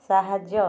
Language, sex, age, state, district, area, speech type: Odia, female, 45-60, Odisha, Kendujhar, urban, read